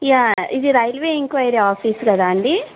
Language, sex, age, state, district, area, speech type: Telugu, female, 30-45, Telangana, Medchal, rural, conversation